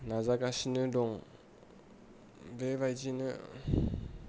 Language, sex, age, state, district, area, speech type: Bodo, male, 30-45, Assam, Kokrajhar, urban, spontaneous